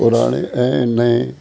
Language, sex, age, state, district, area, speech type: Sindhi, male, 60+, Maharashtra, Mumbai Suburban, urban, spontaneous